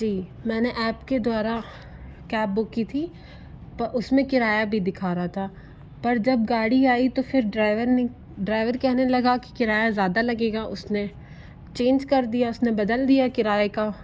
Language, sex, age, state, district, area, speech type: Hindi, female, 60+, Madhya Pradesh, Bhopal, urban, spontaneous